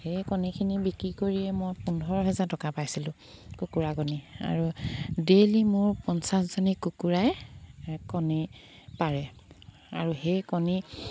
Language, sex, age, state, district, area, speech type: Assamese, female, 30-45, Assam, Charaideo, rural, spontaneous